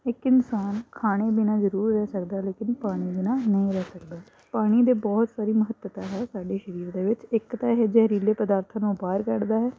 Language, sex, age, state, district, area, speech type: Punjabi, female, 18-30, Punjab, Hoshiarpur, urban, spontaneous